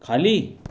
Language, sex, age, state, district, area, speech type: Marathi, male, 30-45, Maharashtra, Raigad, rural, read